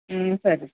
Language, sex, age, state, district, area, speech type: Kannada, female, 30-45, Karnataka, Uttara Kannada, rural, conversation